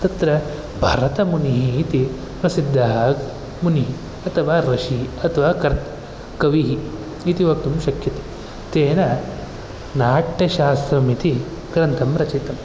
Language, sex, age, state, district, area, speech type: Sanskrit, male, 18-30, Karnataka, Bangalore Urban, urban, spontaneous